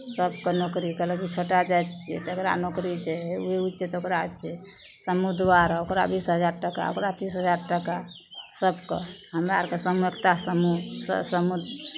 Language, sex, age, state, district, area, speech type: Maithili, female, 45-60, Bihar, Madhepura, rural, spontaneous